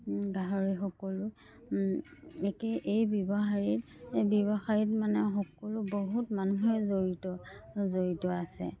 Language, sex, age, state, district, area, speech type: Assamese, female, 30-45, Assam, Dhemaji, rural, spontaneous